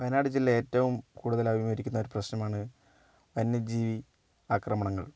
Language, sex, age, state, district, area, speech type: Malayalam, female, 18-30, Kerala, Wayanad, rural, spontaneous